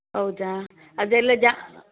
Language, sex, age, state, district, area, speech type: Kannada, female, 60+, Karnataka, Shimoga, rural, conversation